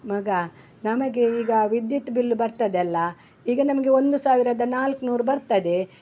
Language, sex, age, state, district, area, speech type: Kannada, female, 60+, Karnataka, Udupi, rural, spontaneous